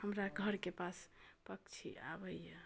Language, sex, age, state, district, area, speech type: Maithili, female, 18-30, Bihar, Muzaffarpur, rural, spontaneous